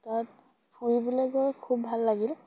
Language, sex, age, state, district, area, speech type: Assamese, female, 18-30, Assam, Sivasagar, rural, spontaneous